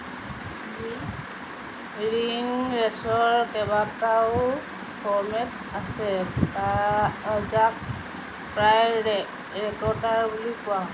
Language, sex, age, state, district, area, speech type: Assamese, female, 45-60, Assam, Lakhimpur, rural, read